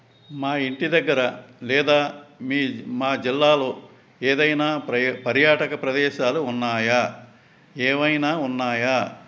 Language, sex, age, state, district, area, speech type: Telugu, male, 60+, Andhra Pradesh, Eluru, urban, spontaneous